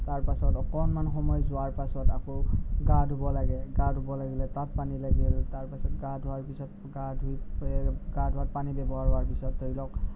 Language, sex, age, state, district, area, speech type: Assamese, male, 18-30, Assam, Morigaon, rural, spontaneous